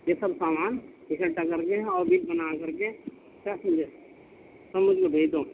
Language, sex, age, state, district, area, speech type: Urdu, male, 60+, Delhi, North East Delhi, urban, conversation